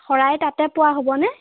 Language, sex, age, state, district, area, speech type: Assamese, female, 18-30, Assam, Jorhat, urban, conversation